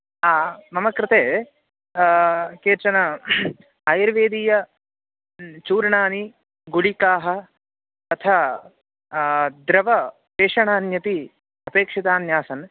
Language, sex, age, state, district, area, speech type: Sanskrit, male, 18-30, Karnataka, Chikkamagaluru, urban, conversation